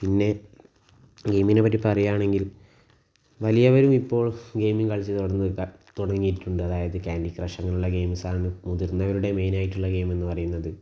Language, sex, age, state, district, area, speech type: Malayalam, male, 18-30, Kerala, Kozhikode, urban, spontaneous